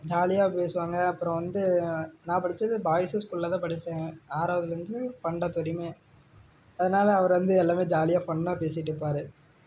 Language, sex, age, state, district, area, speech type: Tamil, male, 18-30, Tamil Nadu, Namakkal, rural, spontaneous